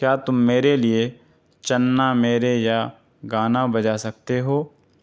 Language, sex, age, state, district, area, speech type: Urdu, male, 18-30, Delhi, Central Delhi, rural, read